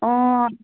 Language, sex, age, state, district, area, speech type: Assamese, female, 30-45, Assam, Majuli, urban, conversation